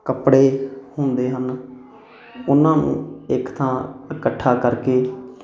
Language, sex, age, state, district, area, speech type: Punjabi, male, 30-45, Punjab, Muktsar, urban, spontaneous